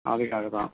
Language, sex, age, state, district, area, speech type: Tamil, male, 30-45, Tamil Nadu, Chennai, urban, conversation